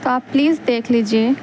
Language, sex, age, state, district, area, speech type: Urdu, female, 30-45, Bihar, Gaya, urban, spontaneous